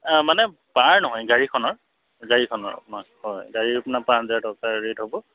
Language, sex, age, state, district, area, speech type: Assamese, male, 30-45, Assam, Charaideo, urban, conversation